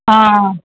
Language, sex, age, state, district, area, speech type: Tamil, male, 18-30, Tamil Nadu, Virudhunagar, rural, conversation